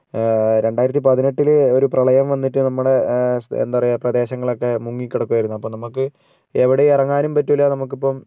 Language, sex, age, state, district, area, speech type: Malayalam, male, 60+, Kerala, Wayanad, rural, spontaneous